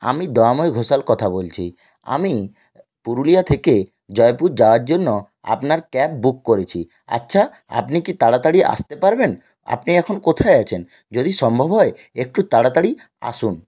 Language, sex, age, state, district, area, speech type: Bengali, male, 60+, West Bengal, Purulia, rural, spontaneous